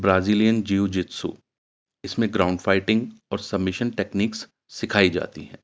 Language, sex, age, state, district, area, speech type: Urdu, male, 45-60, Uttar Pradesh, Ghaziabad, urban, spontaneous